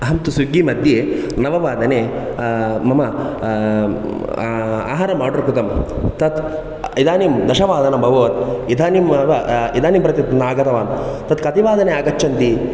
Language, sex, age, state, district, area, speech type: Sanskrit, male, 18-30, Karnataka, Dakshina Kannada, rural, spontaneous